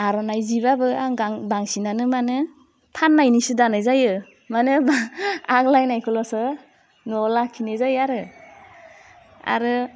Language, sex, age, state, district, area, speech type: Bodo, female, 30-45, Assam, Udalguri, urban, spontaneous